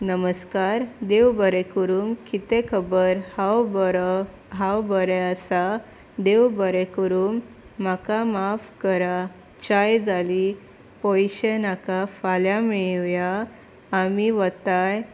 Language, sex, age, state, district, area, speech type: Goan Konkani, female, 18-30, Goa, Salcete, urban, spontaneous